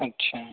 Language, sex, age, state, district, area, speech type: Hindi, male, 30-45, Uttar Pradesh, Mirzapur, rural, conversation